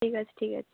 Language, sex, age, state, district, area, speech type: Odia, female, 18-30, Odisha, Jagatsinghpur, rural, conversation